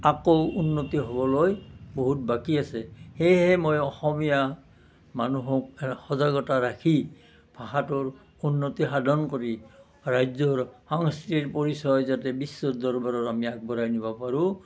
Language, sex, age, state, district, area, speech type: Assamese, male, 60+, Assam, Nalbari, rural, spontaneous